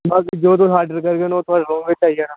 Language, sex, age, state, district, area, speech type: Dogri, male, 30-45, Jammu and Kashmir, Udhampur, rural, conversation